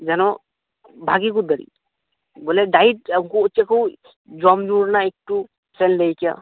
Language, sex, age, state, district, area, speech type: Santali, male, 18-30, West Bengal, Birbhum, rural, conversation